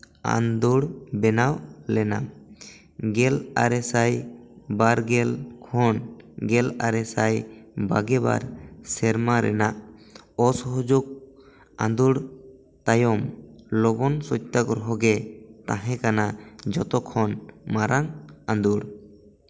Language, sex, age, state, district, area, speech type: Santali, male, 18-30, West Bengal, Bankura, rural, spontaneous